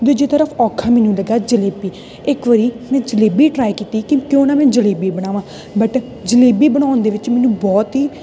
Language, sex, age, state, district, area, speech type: Punjabi, female, 18-30, Punjab, Tarn Taran, rural, spontaneous